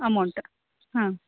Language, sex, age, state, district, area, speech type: Kannada, female, 30-45, Karnataka, Gadag, rural, conversation